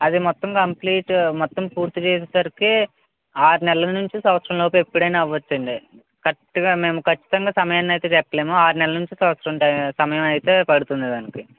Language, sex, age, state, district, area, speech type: Telugu, male, 18-30, Andhra Pradesh, West Godavari, rural, conversation